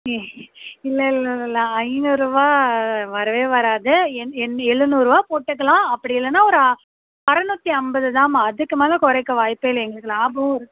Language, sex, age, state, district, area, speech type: Tamil, female, 18-30, Tamil Nadu, Mayiladuthurai, rural, conversation